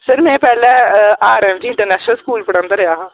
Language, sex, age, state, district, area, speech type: Dogri, male, 18-30, Jammu and Kashmir, Jammu, rural, conversation